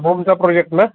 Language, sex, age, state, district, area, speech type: Marathi, male, 30-45, Maharashtra, Osmanabad, rural, conversation